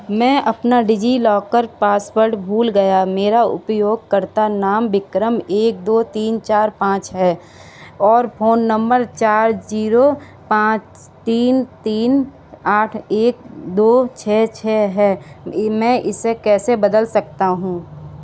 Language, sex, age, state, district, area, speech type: Hindi, female, 45-60, Uttar Pradesh, Sitapur, rural, read